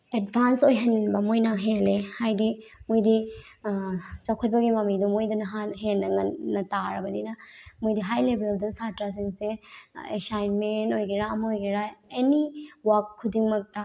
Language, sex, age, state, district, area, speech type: Manipuri, female, 18-30, Manipur, Bishnupur, rural, spontaneous